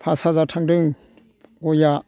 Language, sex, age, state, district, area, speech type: Bodo, male, 60+, Assam, Kokrajhar, urban, spontaneous